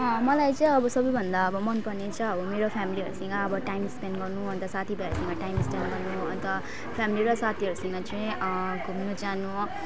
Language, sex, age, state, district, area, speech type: Nepali, female, 18-30, West Bengal, Darjeeling, rural, spontaneous